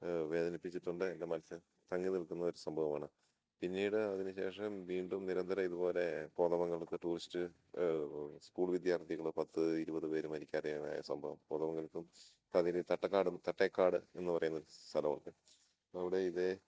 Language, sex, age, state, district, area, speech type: Malayalam, male, 30-45, Kerala, Idukki, rural, spontaneous